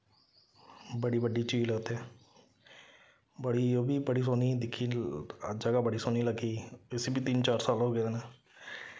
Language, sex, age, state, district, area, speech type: Dogri, male, 30-45, Jammu and Kashmir, Samba, rural, spontaneous